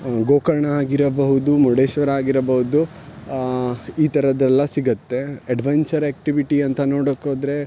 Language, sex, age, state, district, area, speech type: Kannada, male, 18-30, Karnataka, Uttara Kannada, rural, spontaneous